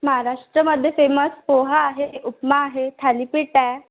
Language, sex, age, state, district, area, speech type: Marathi, female, 18-30, Maharashtra, Wardha, urban, conversation